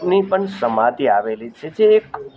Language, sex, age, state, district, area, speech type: Gujarati, male, 60+, Gujarat, Rajkot, urban, spontaneous